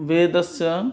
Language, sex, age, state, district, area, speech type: Sanskrit, male, 30-45, West Bengal, Purba Medinipur, rural, spontaneous